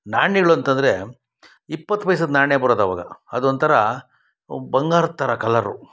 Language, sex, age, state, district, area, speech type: Kannada, male, 60+, Karnataka, Chikkaballapur, rural, spontaneous